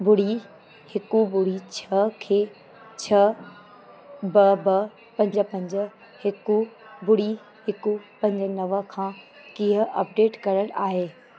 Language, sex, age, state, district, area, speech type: Sindhi, female, 30-45, Uttar Pradesh, Lucknow, urban, read